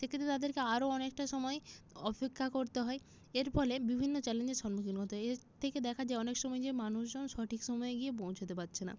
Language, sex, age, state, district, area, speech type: Bengali, female, 30-45, West Bengal, Jalpaiguri, rural, spontaneous